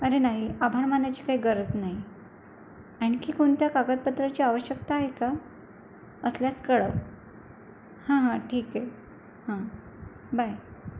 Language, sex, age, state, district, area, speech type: Marathi, female, 18-30, Maharashtra, Amravati, rural, spontaneous